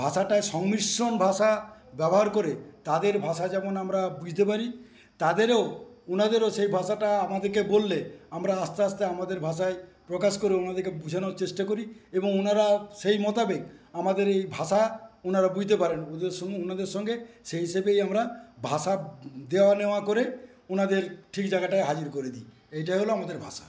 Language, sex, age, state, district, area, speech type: Bengali, male, 60+, West Bengal, Paschim Medinipur, rural, spontaneous